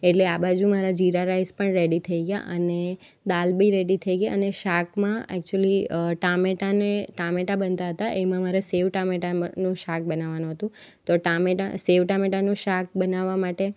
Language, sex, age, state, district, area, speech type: Gujarati, female, 18-30, Gujarat, Valsad, rural, spontaneous